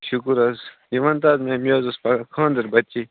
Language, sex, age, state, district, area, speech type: Kashmiri, male, 18-30, Jammu and Kashmir, Bandipora, rural, conversation